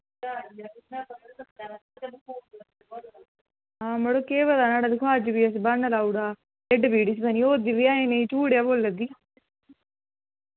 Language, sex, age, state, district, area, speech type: Dogri, female, 18-30, Jammu and Kashmir, Reasi, rural, conversation